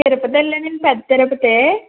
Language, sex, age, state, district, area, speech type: Telugu, female, 60+, Andhra Pradesh, East Godavari, rural, conversation